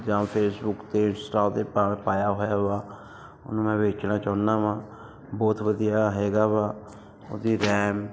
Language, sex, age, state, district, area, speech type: Punjabi, male, 30-45, Punjab, Ludhiana, urban, spontaneous